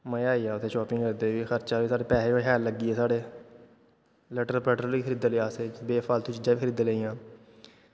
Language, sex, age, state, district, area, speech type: Dogri, male, 18-30, Jammu and Kashmir, Kathua, rural, spontaneous